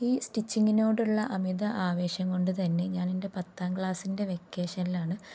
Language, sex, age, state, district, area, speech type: Malayalam, female, 30-45, Kerala, Kozhikode, rural, spontaneous